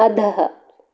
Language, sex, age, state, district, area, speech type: Sanskrit, female, 45-60, Karnataka, Dakshina Kannada, rural, read